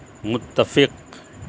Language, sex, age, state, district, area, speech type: Urdu, male, 60+, Uttar Pradesh, Shahjahanpur, rural, read